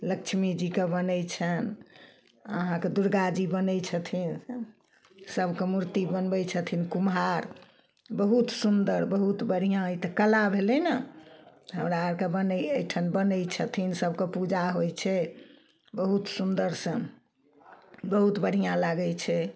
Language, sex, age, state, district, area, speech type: Maithili, female, 60+, Bihar, Samastipur, rural, spontaneous